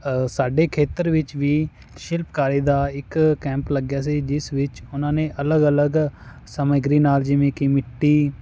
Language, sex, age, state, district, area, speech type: Punjabi, male, 18-30, Punjab, Fazilka, rural, spontaneous